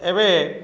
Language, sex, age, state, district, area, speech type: Odia, male, 60+, Odisha, Balangir, urban, spontaneous